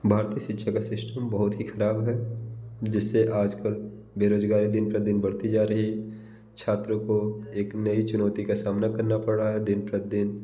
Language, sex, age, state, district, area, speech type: Hindi, male, 30-45, Uttar Pradesh, Bhadohi, rural, spontaneous